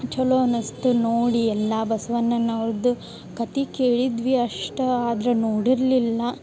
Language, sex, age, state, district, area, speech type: Kannada, female, 18-30, Karnataka, Gadag, urban, spontaneous